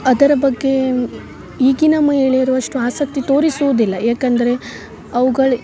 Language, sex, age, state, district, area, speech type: Kannada, female, 18-30, Karnataka, Uttara Kannada, rural, spontaneous